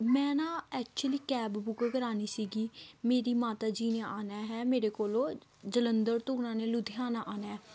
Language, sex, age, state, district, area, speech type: Punjabi, female, 18-30, Punjab, Gurdaspur, rural, spontaneous